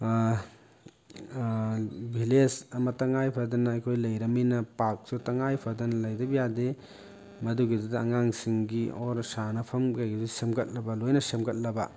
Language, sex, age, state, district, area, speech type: Manipuri, male, 30-45, Manipur, Thoubal, rural, spontaneous